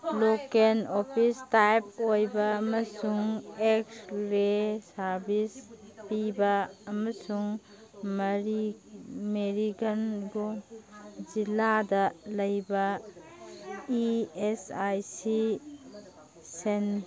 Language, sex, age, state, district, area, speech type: Manipuri, female, 45-60, Manipur, Kangpokpi, urban, read